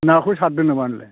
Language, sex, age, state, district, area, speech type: Bodo, male, 60+, Assam, Chirang, rural, conversation